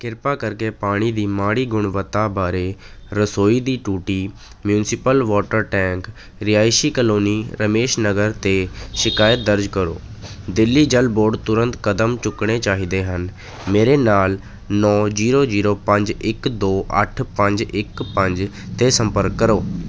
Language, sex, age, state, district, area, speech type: Punjabi, male, 18-30, Punjab, Ludhiana, rural, read